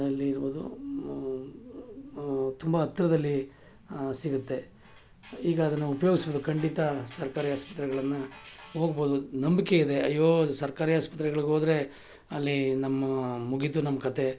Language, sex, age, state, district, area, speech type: Kannada, male, 45-60, Karnataka, Mysore, urban, spontaneous